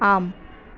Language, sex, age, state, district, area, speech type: Sanskrit, female, 30-45, Maharashtra, Nagpur, urban, read